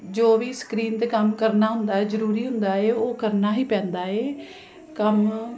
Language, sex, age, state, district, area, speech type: Punjabi, female, 45-60, Punjab, Jalandhar, urban, spontaneous